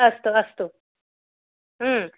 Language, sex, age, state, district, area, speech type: Sanskrit, female, 30-45, Telangana, Mahbubnagar, urban, conversation